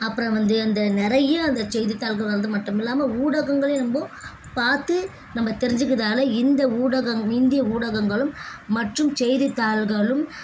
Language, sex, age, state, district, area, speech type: Tamil, female, 18-30, Tamil Nadu, Chennai, urban, spontaneous